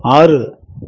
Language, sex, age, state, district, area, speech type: Tamil, male, 60+, Tamil Nadu, Nagapattinam, rural, read